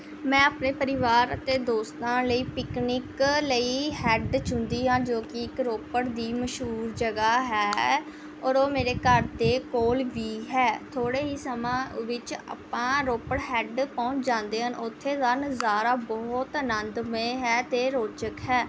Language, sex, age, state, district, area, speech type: Punjabi, female, 18-30, Punjab, Rupnagar, rural, spontaneous